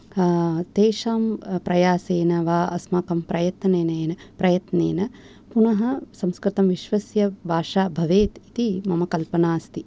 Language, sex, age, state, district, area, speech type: Sanskrit, female, 45-60, Tamil Nadu, Thanjavur, urban, spontaneous